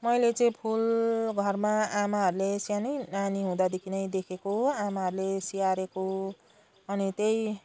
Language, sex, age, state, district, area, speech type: Nepali, female, 45-60, West Bengal, Jalpaiguri, urban, spontaneous